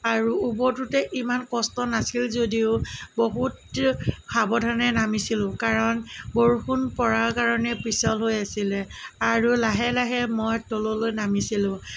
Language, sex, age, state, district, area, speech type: Assamese, female, 45-60, Assam, Morigaon, rural, spontaneous